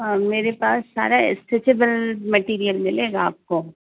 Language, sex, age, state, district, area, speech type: Urdu, female, 30-45, Uttar Pradesh, Rampur, urban, conversation